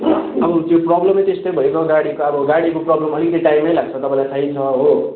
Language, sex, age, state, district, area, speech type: Nepali, male, 18-30, West Bengal, Darjeeling, rural, conversation